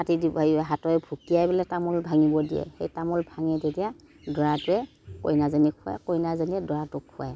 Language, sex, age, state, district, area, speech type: Assamese, female, 60+, Assam, Morigaon, rural, spontaneous